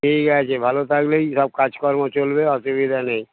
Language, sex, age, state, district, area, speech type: Bengali, male, 60+, West Bengal, Hooghly, rural, conversation